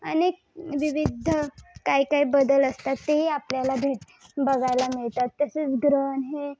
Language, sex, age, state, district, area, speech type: Marathi, female, 18-30, Maharashtra, Thane, urban, spontaneous